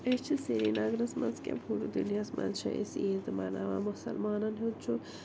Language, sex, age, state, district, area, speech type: Kashmiri, female, 45-60, Jammu and Kashmir, Srinagar, urban, spontaneous